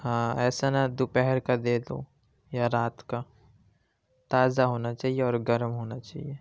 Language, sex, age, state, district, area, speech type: Urdu, male, 18-30, Uttar Pradesh, Ghaziabad, urban, spontaneous